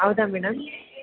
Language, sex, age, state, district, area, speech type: Kannada, female, 18-30, Karnataka, Mysore, urban, conversation